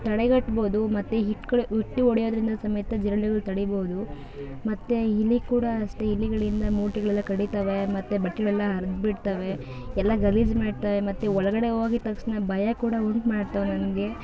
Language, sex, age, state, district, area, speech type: Kannada, female, 18-30, Karnataka, Chikkaballapur, rural, spontaneous